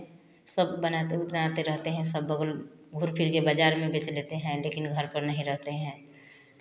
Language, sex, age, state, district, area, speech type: Hindi, female, 45-60, Bihar, Samastipur, rural, spontaneous